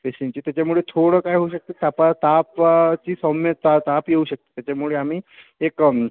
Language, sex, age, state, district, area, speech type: Marathi, male, 18-30, Maharashtra, Yavatmal, rural, conversation